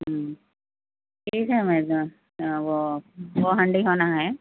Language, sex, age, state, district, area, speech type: Urdu, female, 18-30, Telangana, Hyderabad, urban, conversation